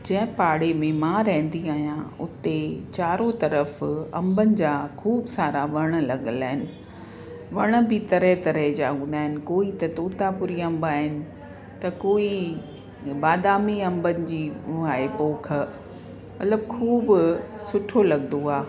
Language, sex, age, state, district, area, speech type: Sindhi, female, 45-60, Uttar Pradesh, Lucknow, urban, spontaneous